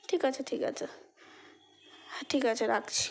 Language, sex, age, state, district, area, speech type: Bengali, female, 18-30, West Bengal, Kolkata, urban, spontaneous